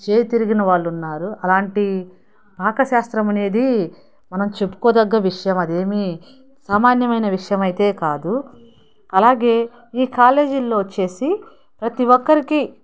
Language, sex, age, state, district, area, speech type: Telugu, female, 30-45, Andhra Pradesh, Nellore, urban, spontaneous